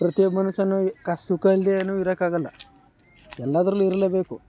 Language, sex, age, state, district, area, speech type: Kannada, male, 18-30, Karnataka, Chamarajanagar, rural, spontaneous